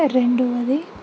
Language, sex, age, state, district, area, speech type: Telugu, female, 18-30, Andhra Pradesh, Anantapur, urban, spontaneous